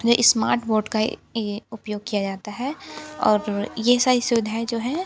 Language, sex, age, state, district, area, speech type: Hindi, female, 18-30, Uttar Pradesh, Sonbhadra, rural, spontaneous